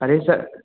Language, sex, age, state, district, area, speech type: Hindi, male, 18-30, Uttar Pradesh, Mirzapur, urban, conversation